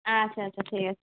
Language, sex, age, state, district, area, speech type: Bengali, female, 18-30, West Bengal, Uttar Dinajpur, urban, conversation